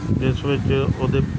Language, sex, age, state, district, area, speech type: Punjabi, male, 45-60, Punjab, Gurdaspur, urban, spontaneous